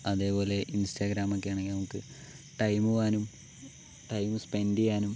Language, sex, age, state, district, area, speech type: Malayalam, male, 18-30, Kerala, Palakkad, urban, spontaneous